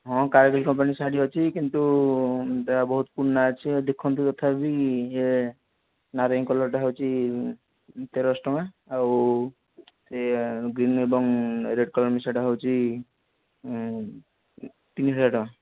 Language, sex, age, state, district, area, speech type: Odia, male, 30-45, Odisha, Nayagarh, rural, conversation